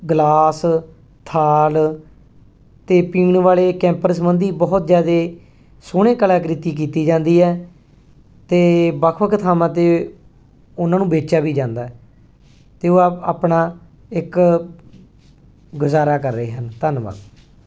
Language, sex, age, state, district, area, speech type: Punjabi, male, 30-45, Punjab, Mansa, urban, spontaneous